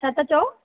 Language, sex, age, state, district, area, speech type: Sindhi, female, 30-45, Rajasthan, Ajmer, urban, conversation